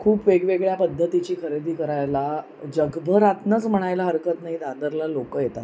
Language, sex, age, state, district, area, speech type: Marathi, female, 30-45, Maharashtra, Mumbai Suburban, urban, spontaneous